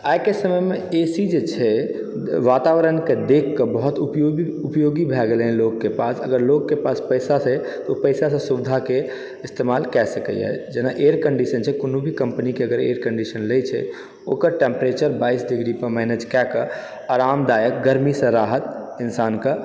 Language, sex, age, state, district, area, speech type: Maithili, male, 30-45, Bihar, Supaul, urban, spontaneous